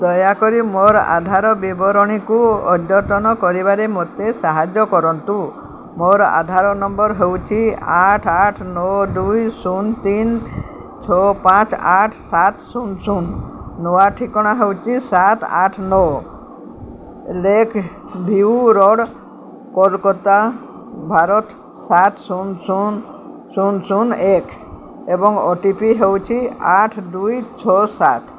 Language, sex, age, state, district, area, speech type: Odia, female, 60+, Odisha, Sundergarh, urban, read